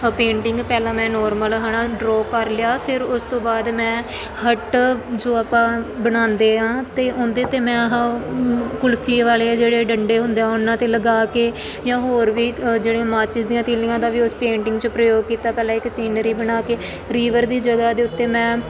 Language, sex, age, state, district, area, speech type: Punjabi, female, 18-30, Punjab, Firozpur, rural, spontaneous